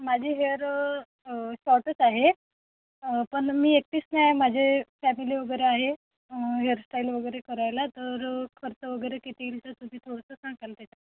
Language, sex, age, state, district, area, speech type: Marathi, female, 18-30, Maharashtra, Thane, rural, conversation